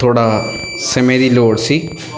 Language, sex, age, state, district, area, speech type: Punjabi, male, 18-30, Punjab, Bathinda, rural, spontaneous